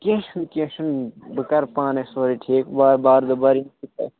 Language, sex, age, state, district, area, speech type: Kashmiri, male, 18-30, Jammu and Kashmir, Budgam, rural, conversation